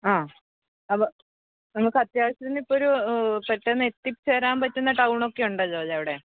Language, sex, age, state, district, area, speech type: Malayalam, female, 18-30, Kerala, Pathanamthitta, rural, conversation